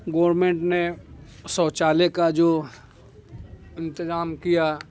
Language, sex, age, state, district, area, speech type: Urdu, male, 45-60, Bihar, Khagaria, rural, spontaneous